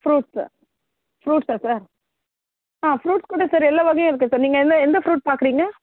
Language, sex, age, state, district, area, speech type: Tamil, female, 45-60, Tamil Nadu, Chennai, urban, conversation